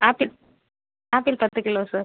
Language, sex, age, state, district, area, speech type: Tamil, female, 30-45, Tamil Nadu, Viluppuram, rural, conversation